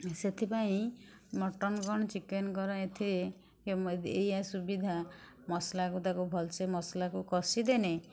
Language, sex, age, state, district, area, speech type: Odia, female, 60+, Odisha, Kendujhar, urban, spontaneous